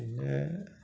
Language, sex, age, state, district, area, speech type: Malayalam, male, 45-60, Kerala, Alappuzha, rural, spontaneous